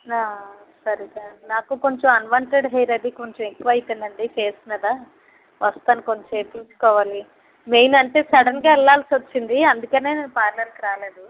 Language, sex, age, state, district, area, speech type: Telugu, female, 30-45, Andhra Pradesh, N T Rama Rao, rural, conversation